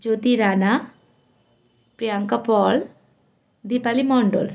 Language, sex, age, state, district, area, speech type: Bengali, female, 18-30, West Bengal, Malda, rural, spontaneous